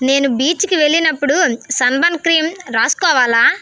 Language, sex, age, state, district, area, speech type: Telugu, female, 18-30, Andhra Pradesh, Vizianagaram, rural, read